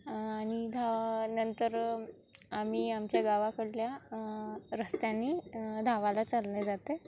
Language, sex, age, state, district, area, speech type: Marathi, female, 18-30, Maharashtra, Wardha, rural, spontaneous